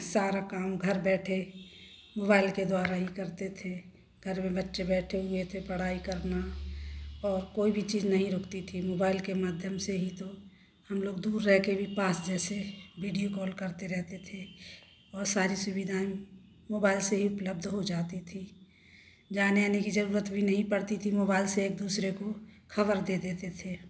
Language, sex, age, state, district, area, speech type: Hindi, female, 45-60, Madhya Pradesh, Jabalpur, urban, spontaneous